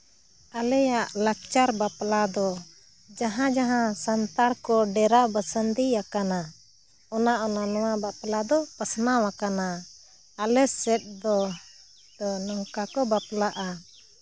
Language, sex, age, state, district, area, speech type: Santali, female, 45-60, Jharkhand, Seraikela Kharsawan, rural, spontaneous